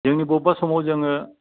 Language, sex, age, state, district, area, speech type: Bodo, male, 45-60, Assam, Kokrajhar, urban, conversation